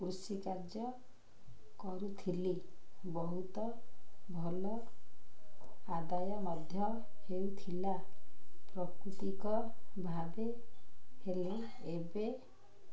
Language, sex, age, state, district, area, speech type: Odia, female, 60+, Odisha, Ganjam, urban, spontaneous